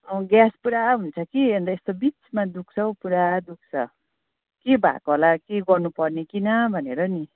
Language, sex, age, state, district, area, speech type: Nepali, female, 45-60, West Bengal, Kalimpong, rural, conversation